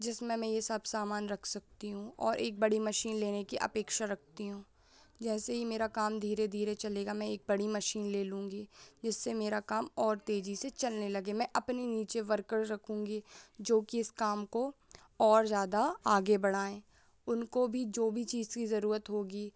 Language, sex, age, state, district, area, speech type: Hindi, female, 18-30, Madhya Pradesh, Hoshangabad, urban, spontaneous